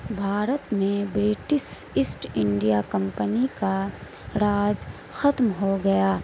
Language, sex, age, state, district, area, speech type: Urdu, female, 18-30, Bihar, Saharsa, rural, spontaneous